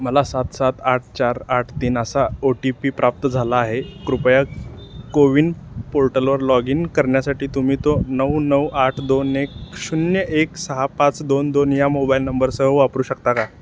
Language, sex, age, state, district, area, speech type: Marathi, male, 18-30, Maharashtra, Sangli, urban, read